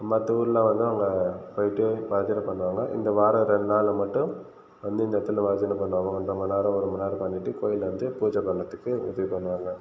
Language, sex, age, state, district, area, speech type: Tamil, male, 30-45, Tamil Nadu, Viluppuram, rural, spontaneous